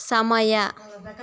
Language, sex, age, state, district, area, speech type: Kannada, female, 30-45, Karnataka, Tumkur, rural, read